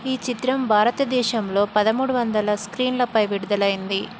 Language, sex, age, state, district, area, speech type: Telugu, female, 30-45, Telangana, Karimnagar, rural, read